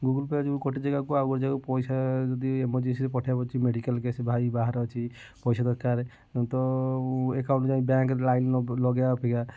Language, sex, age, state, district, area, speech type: Odia, male, 30-45, Odisha, Kendujhar, urban, spontaneous